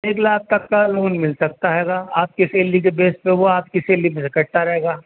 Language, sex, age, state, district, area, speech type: Urdu, male, 45-60, Uttar Pradesh, Rampur, urban, conversation